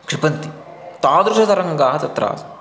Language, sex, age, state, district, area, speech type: Sanskrit, male, 18-30, Karnataka, Chikkamagaluru, rural, spontaneous